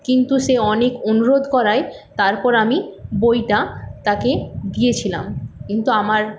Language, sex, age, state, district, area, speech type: Bengali, female, 18-30, West Bengal, Paschim Medinipur, rural, spontaneous